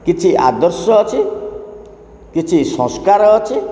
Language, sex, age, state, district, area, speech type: Odia, male, 60+, Odisha, Kendrapara, urban, spontaneous